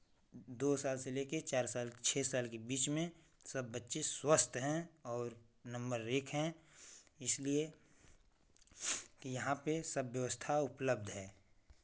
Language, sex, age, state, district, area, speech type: Hindi, male, 18-30, Uttar Pradesh, Chandauli, rural, spontaneous